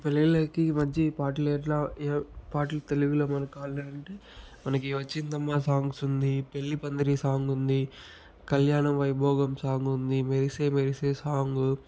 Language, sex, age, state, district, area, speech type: Telugu, male, 60+, Andhra Pradesh, Chittoor, rural, spontaneous